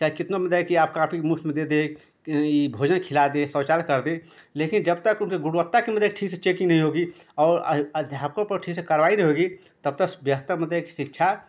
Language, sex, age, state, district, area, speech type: Hindi, male, 60+, Uttar Pradesh, Ghazipur, rural, spontaneous